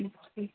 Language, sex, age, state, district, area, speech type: Urdu, female, 30-45, Uttar Pradesh, Rampur, urban, conversation